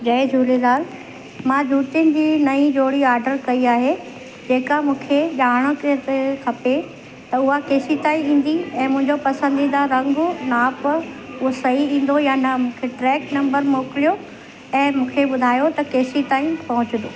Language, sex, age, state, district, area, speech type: Sindhi, female, 45-60, Uttar Pradesh, Lucknow, urban, spontaneous